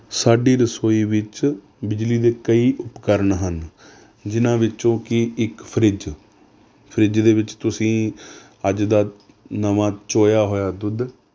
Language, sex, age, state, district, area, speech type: Punjabi, male, 30-45, Punjab, Rupnagar, rural, spontaneous